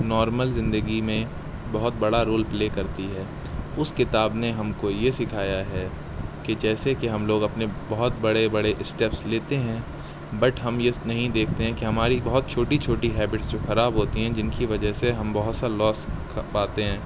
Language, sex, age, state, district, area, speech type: Urdu, male, 18-30, Uttar Pradesh, Shahjahanpur, rural, spontaneous